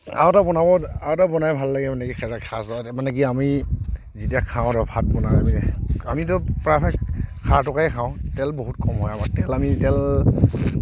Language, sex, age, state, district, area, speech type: Assamese, male, 45-60, Assam, Kamrup Metropolitan, urban, spontaneous